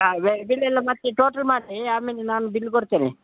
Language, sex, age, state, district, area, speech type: Kannada, male, 60+, Karnataka, Udupi, rural, conversation